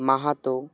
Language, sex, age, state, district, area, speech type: Bengali, male, 18-30, West Bengal, Alipurduar, rural, spontaneous